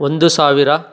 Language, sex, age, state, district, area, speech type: Kannada, male, 18-30, Karnataka, Tumkur, rural, spontaneous